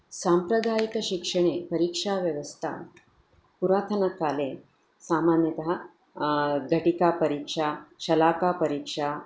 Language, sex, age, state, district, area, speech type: Sanskrit, female, 45-60, Karnataka, Dakshina Kannada, urban, spontaneous